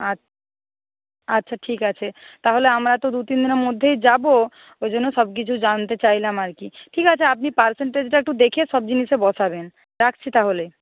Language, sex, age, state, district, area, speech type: Bengali, female, 45-60, West Bengal, Nadia, rural, conversation